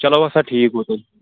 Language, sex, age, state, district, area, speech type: Kashmiri, male, 18-30, Jammu and Kashmir, Kulgam, rural, conversation